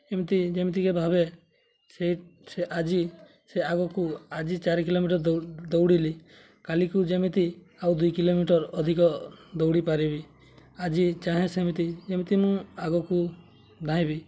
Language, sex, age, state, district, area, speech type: Odia, male, 18-30, Odisha, Mayurbhanj, rural, spontaneous